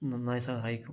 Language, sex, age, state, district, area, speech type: Malayalam, male, 45-60, Kerala, Kasaragod, rural, spontaneous